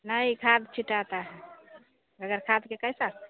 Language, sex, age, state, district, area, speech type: Hindi, female, 45-60, Bihar, Samastipur, rural, conversation